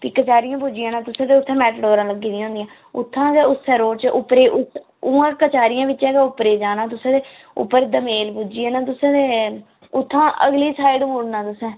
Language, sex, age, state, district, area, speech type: Dogri, female, 18-30, Jammu and Kashmir, Udhampur, rural, conversation